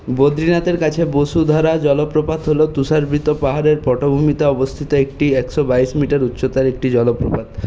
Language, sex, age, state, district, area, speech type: Bengali, male, 30-45, West Bengal, Purulia, urban, read